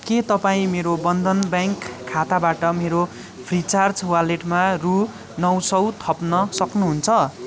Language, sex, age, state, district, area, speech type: Nepali, male, 18-30, West Bengal, Darjeeling, rural, read